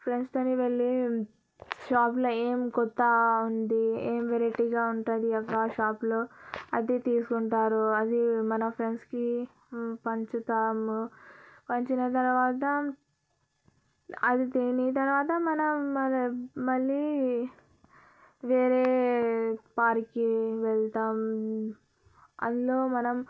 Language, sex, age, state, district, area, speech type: Telugu, female, 18-30, Telangana, Vikarabad, urban, spontaneous